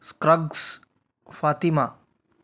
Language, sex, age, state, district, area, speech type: Telugu, male, 30-45, Andhra Pradesh, Anantapur, urban, spontaneous